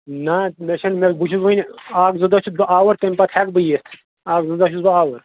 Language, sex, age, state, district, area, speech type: Kashmiri, male, 30-45, Jammu and Kashmir, Srinagar, urban, conversation